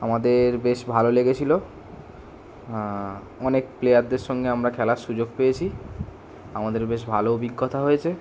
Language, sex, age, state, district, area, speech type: Bengali, male, 18-30, West Bengal, Kolkata, urban, spontaneous